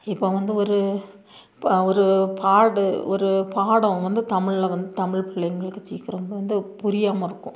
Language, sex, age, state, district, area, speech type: Tamil, female, 30-45, Tamil Nadu, Nilgiris, rural, spontaneous